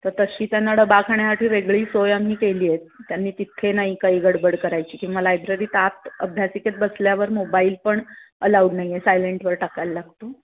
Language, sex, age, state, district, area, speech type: Marathi, female, 30-45, Maharashtra, Sangli, urban, conversation